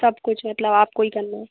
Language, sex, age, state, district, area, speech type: Hindi, female, 18-30, Madhya Pradesh, Hoshangabad, rural, conversation